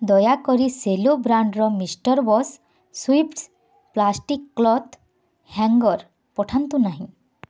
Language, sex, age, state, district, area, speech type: Odia, female, 18-30, Odisha, Bargarh, urban, read